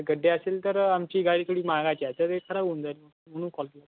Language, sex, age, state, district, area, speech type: Marathi, male, 18-30, Maharashtra, Yavatmal, rural, conversation